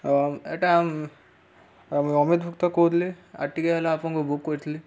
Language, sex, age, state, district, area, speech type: Odia, male, 18-30, Odisha, Subarnapur, urban, spontaneous